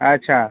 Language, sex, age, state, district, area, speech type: Marathi, male, 45-60, Maharashtra, Akola, rural, conversation